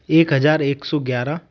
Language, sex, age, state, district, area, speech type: Hindi, male, 18-30, Madhya Pradesh, Ujjain, rural, spontaneous